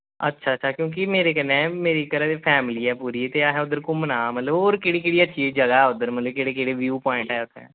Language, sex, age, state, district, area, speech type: Dogri, male, 30-45, Jammu and Kashmir, Samba, rural, conversation